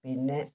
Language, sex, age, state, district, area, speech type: Malayalam, female, 60+, Kerala, Wayanad, rural, spontaneous